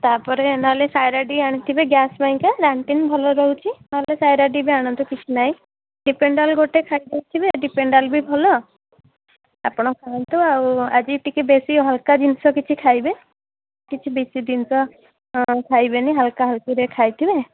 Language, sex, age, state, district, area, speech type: Odia, female, 18-30, Odisha, Puri, urban, conversation